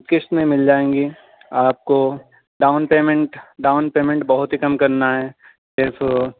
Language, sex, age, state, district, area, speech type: Urdu, male, 18-30, Delhi, South Delhi, urban, conversation